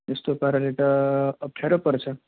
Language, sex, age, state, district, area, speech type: Nepali, male, 30-45, West Bengal, Jalpaiguri, urban, conversation